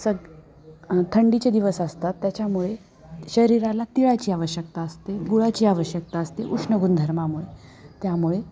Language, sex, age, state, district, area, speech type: Marathi, female, 45-60, Maharashtra, Osmanabad, rural, spontaneous